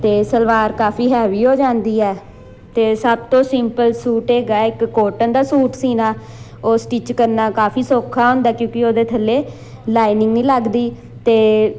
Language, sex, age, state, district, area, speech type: Punjabi, female, 30-45, Punjab, Amritsar, urban, spontaneous